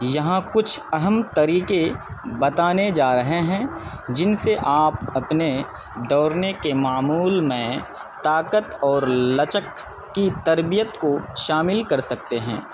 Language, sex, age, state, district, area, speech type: Urdu, male, 30-45, Bihar, Purnia, rural, spontaneous